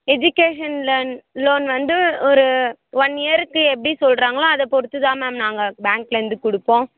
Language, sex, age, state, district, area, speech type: Tamil, female, 18-30, Tamil Nadu, Vellore, urban, conversation